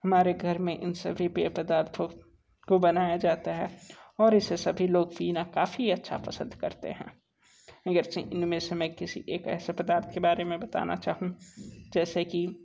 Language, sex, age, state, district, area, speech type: Hindi, male, 18-30, Uttar Pradesh, Sonbhadra, rural, spontaneous